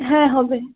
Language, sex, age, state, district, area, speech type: Bengali, female, 18-30, West Bengal, Alipurduar, rural, conversation